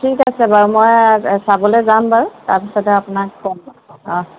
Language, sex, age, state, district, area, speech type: Assamese, female, 45-60, Assam, Jorhat, urban, conversation